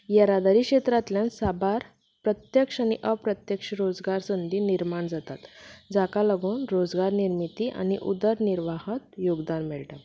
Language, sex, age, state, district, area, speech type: Goan Konkani, female, 18-30, Goa, Canacona, rural, spontaneous